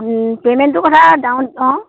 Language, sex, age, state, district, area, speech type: Assamese, female, 60+, Assam, Dhemaji, rural, conversation